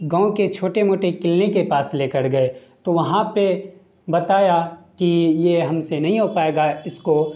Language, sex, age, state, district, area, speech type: Urdu, male, 18-30, Bihar, Darbhanga, rural, spontaneous